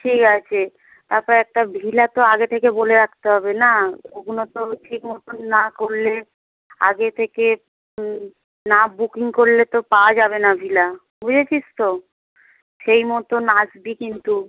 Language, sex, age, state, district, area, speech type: Bengali, male, 30-45, West Bengal, Howrah, urban, conversation